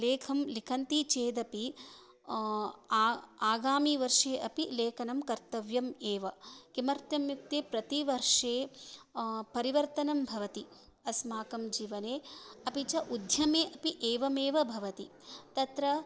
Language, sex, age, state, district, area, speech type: Sanskrit, female, 30-45, Karnataka, Shimoga, rural, spontaneous